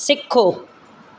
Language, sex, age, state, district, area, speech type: Punjabi, female, 45-60, Punjab, Kapurthala, rural, read